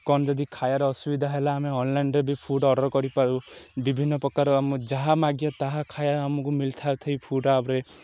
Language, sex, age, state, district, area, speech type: Odia, male, 30-45, Odisha, Ganjam, urban, spontaneous